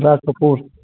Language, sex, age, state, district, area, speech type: Hindi, male, 30-45, Uttar Pradesh, Ayodhya, rural, conversation